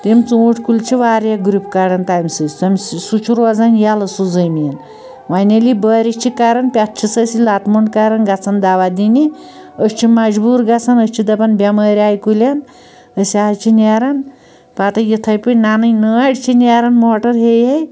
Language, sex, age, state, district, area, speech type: Kashmiri, female, 45-60, Jammu and Kashmir, Anantnag, rural, spontaneous